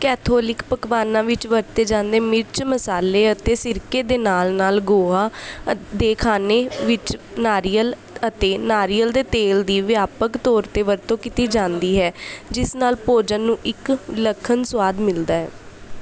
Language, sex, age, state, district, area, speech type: Punjabi, female, 18-30, Punjab, Bathinda, urban, read